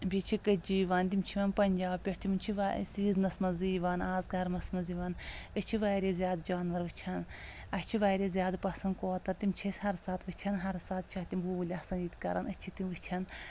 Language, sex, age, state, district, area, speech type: Kashmiri, female, 30-45, Jammu and Kashmir, Anantnag, rural, spontaneous